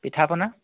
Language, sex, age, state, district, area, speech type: Assamese, male, 18-30, Assam, Dibrugarh, urban, conversation